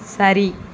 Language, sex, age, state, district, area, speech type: Tamil, female, 30-45, Tamil Nadu, Dharmapuri, rural, read